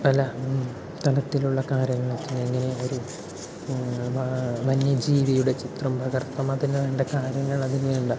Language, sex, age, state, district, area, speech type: Malayalam, male, 18-30, Kerala, Palakkad, rural, spontaneous